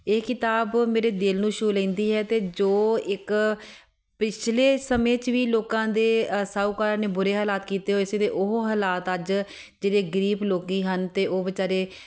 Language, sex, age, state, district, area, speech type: Punjabi, female, 30-45, Punjab, Tarn Taran, urban, spontaneous